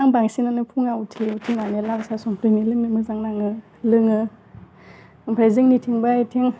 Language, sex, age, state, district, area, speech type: Bodo, female, 18-30, Assam, Udalguri, urban, spontaneous